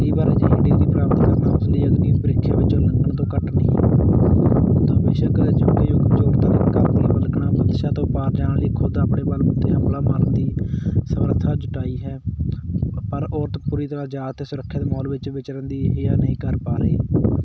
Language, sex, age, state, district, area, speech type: Punjabi, male, 18-30, Punjab, Patiala, urban, spontaneous